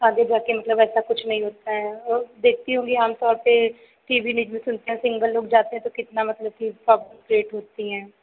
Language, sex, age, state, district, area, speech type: Hindi, female, 45-60, Uttar Pradesh, Sitapur, rural, conversation